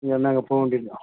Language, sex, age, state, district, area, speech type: Tamil, male, 60+, Tamil Nadu, Nilgiris, rural, conversation